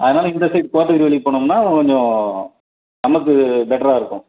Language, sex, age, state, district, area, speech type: Tamil, male, 30-45, Tamil Nadu, Dharmapuri, rural, conversation